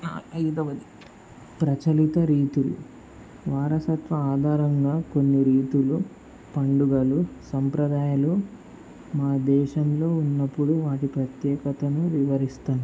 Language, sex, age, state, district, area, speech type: Telugu, male, 18-30, Andhra Pradesh, Palnadu, urban, spontaneous